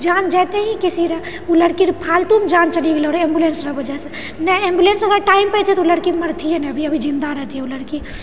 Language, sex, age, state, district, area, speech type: Maithili, female, 30-45, Bihar, Purnia, rural, spontaneous